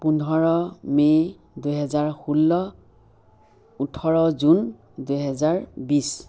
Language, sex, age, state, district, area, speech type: Assamese, female, 60+, Assam, Biswanath, rural, spontaneous